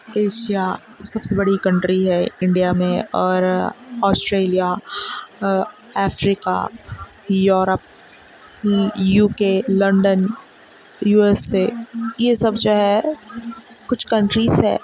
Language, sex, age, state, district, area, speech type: Urdu, female, 18-30, Telangana, Hyderabad, urban, spontaneous